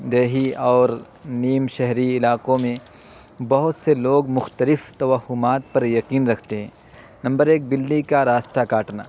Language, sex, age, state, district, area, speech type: Urdu, male, 30-45, Uttar Pradesh, Muzaffarnagar, urban, spontaneous